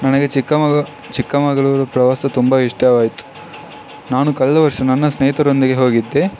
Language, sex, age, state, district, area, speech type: Kannada, male, 18-30, Karnataka, Dakshina Kannada, rural, spontaneous